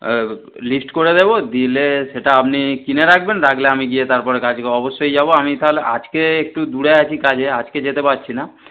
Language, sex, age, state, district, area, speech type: Bengali, male, 30-45, West Bengal, Darjeeling, rural, conversation